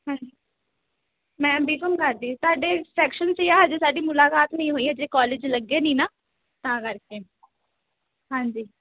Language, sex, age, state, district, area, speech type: Punjabi, female, 18-30, Punjab, Hoshiarpur, rural, conversation